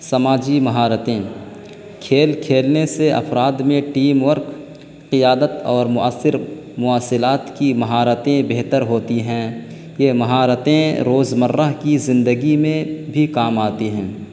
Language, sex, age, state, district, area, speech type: Urdu, male, 18-30, Uttar Pradesh, Balrampur, rural, spontaneous